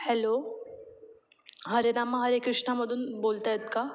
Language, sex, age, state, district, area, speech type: Marathi, female, 18-30, Maharashtra, Mumbai Suburban, urban, spontaneous